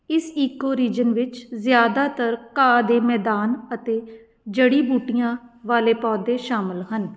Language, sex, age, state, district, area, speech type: Punjabi, female, 30-45, Punjab, Patiala, urban, read